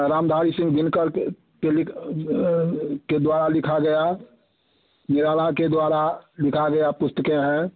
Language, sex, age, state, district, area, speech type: Hindi, male, 60+, Bihar, Darbhanga, rural, conversation